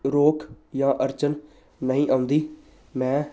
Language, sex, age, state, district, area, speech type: Punjabi, male, 18-30, Punjab, Jalandhar, urban, spontaneous